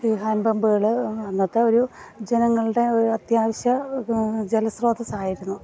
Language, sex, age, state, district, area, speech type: Malayalam, female, 30-45, Kerala, Kollam, rural, spontaneous